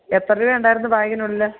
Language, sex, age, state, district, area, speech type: Malayalam, female, 30-45, Kerala, Idukki, rural, conversation